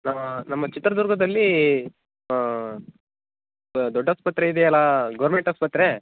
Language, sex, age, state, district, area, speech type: Kannada, male, 18-30, Karnataka, Chitradurga, rural, conversation